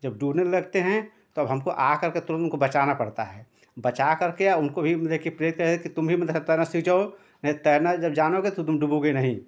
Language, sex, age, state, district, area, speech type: Hindi, male, 60+, Uttar Pradesh, Ghazipur, rural, spontaneous